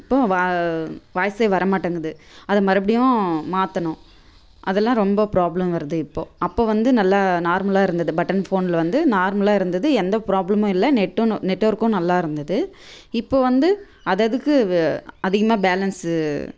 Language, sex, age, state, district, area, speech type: Tamil, female, 30-45, Tamil Nadu, Tirupattur, rural, spontaneous